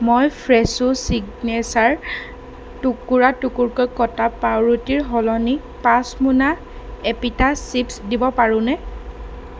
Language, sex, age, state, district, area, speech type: Assamese, female, 18-30, Assam, Darrang, rural, read